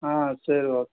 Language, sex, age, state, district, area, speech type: Kannada, male, 45-60, Karnataka, Ramanagara, rural, conversation